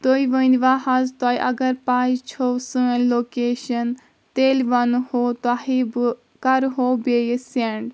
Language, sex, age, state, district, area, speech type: Kashmiri, female, 18-30, Jammu and Kashmir, Kulgam, rural, spontaneous